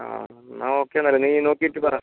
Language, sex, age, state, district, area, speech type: Malayalam, male, 60+, Kerala, Wayanad, rural, conversation